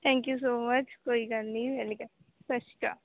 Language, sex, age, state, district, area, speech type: Punjabi, female, 18-30, Punjab, Gurdaspur, rural, conversation